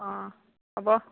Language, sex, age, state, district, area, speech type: Assamese, female, 30-45, Assam, Sivasagar, rural, conversation